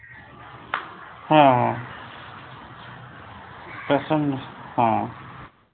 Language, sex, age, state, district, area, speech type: Odia, male, 45-60, Odisha, Sambalpur, rural, conversation